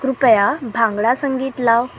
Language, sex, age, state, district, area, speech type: Marathi, female, 18-30, Maharashtra, Solapur, urban, read